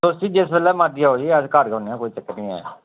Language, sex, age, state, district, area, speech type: Dogri, male, 45-60, Jammu and Kashmir, Udhampur, urban, conversation